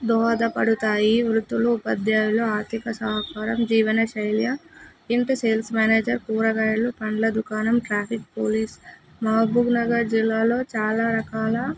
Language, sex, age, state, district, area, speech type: Telugu, female, 18-30, Telangana, Mahbubnagar, urban, spontaneous